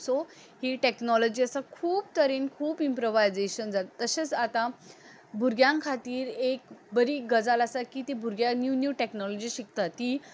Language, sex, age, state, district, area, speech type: Goan Konkani, female, 18-30, Goa, Ponda, urban, spontaneous